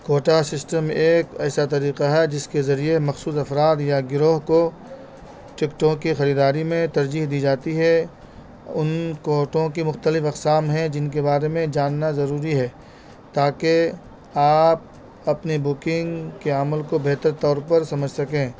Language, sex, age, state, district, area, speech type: Urdu, male, 30-45, Delhi, North East Delhi, urban, spontaneous